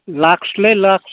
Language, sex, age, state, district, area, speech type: Bodo, male, 60+, Assam, Baksa, urban, conversation